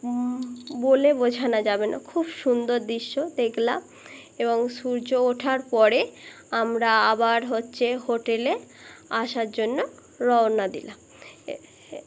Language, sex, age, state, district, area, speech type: Bengali, female, 18-30, West Bengal, Birbhum, urban, spontaneous